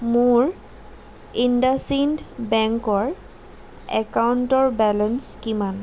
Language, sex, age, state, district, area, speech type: Assamese, female, 18-30, Assam, Jorhat, urban, read